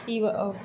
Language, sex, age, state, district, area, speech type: Goan Konkani, female, 30-45, Goa, Tiswadi, rural, spontaneous